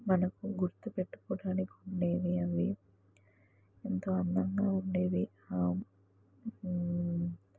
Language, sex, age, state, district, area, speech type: Telugu, female, 18-30, Telangana, Mahabubabad, rural, spontaneous